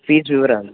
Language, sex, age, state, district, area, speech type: Telugu, male, 18-30, Telangana, Wanaparthy, urban, conversation